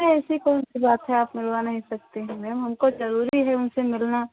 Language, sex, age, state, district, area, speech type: Hindi, female, 45-60, Uttar Pradesh, Ayodhya, rural, conversation